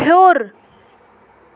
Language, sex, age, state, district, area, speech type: Kashmiri, female, 45-60, Jammu and Kashmir, Bandipora, rural, read